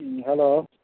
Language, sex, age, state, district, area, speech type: Manipuri, male, 45-60, Manipur, Churachandpur, urban, conversation